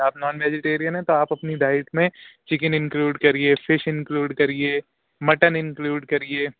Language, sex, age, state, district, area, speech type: Urdu, male, 18-30, Uttar Pradesh, Rampur, urban, conversation